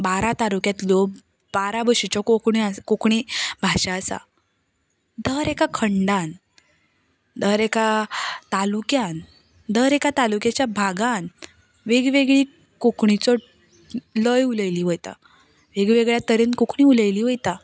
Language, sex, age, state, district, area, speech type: Goan Konkani, female, 18-30, Goa, Canacona, rural, spontaneous